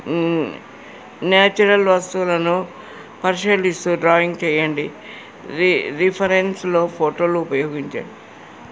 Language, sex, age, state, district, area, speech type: Telugu, female, 60+, Telangana, Hyderabad, urban, spontaneous